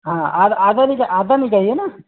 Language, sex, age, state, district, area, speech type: Hindi, male, 18-30, Rajasthan, Jaipur, urban, conversation